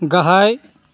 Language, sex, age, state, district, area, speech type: Bodo, male, 60+, Assam, Chirang, rural, read